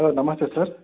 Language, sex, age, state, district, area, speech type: Kannada, male, 18-30, Karnataka, Chitradurga, urban, conversation